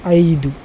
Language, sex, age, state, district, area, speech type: Telugu, male, 18-30, Andhra Pradesh, Nandyal, urban, spontaneous